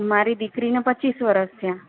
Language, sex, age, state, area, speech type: Gujarati, female, 30-45, Gujarat, urban, conversation